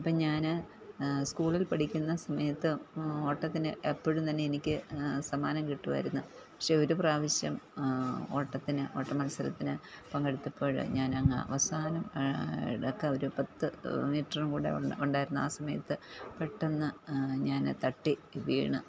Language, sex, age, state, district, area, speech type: Malayalam, female, 45-60, Kerala, Pathanamthitta, rural, spontaneous